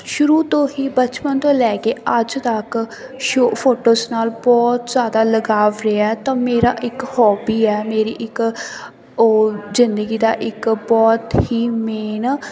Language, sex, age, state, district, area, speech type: Punjabi, female, 18-30, Punjab, Sangrur, rural, spontaneous